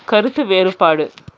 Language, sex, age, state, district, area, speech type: Tamil, female, 30-45, Tamil Nadu, Krishnagiri, rural, read